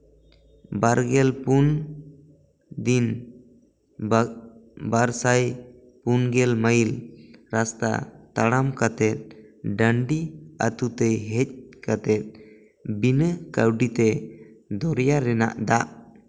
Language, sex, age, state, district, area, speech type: Santali, male, 18-30, West Bengal, Bankura, rural, spontaneous